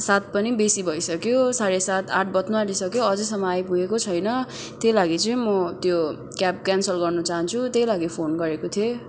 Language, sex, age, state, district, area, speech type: Nepali, female, 18-30, West Bengal, Kalimpong, rural, spontaneous